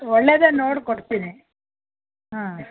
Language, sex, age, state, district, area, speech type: Kannada, female, 60+, Karnataka, Mandya, rural, conversation